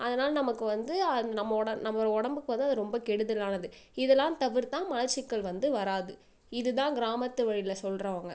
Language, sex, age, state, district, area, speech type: Tamil, female, 18-30, Tamil Nadu, Viluppuram, rural, spontaneous